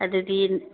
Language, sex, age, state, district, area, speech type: Manipuri, female, 45-60, Manipur, Imphal East, rural, conversation